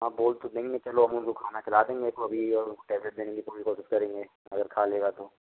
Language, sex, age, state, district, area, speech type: Hindi, male, 18-30, Rajasthan, Karauli, rural, conversation